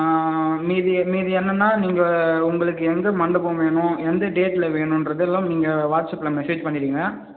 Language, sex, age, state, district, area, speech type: Tamil, male, 18-30, Tamil Nadu, Vellore, rural, conversation